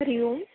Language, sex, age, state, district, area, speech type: Sanskrit, female, 18-30, Rajasthan, Jaipur, urban, conversation